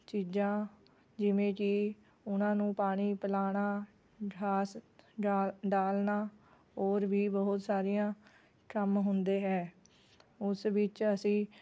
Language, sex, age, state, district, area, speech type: Punjabi, female, 30-45, Punjab, Rupnagar, rural, spontaneous